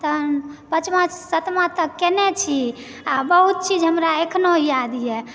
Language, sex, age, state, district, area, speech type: Maithili, female, 30-45, Bihar, Supaul, rural, spontaneous